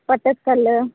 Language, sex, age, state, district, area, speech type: Kannada, female, 30-45, Karnataka, Bagalkot, rural, conversation